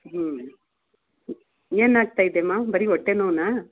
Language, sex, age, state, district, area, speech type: Kannada, female, 45-60, Karnataka, Mysore, urban, conversation